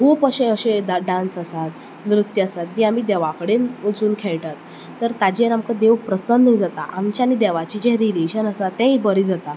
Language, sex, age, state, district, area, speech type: Goan Konkani, female, 18-30, Goa, Canacona, rural, spontaneous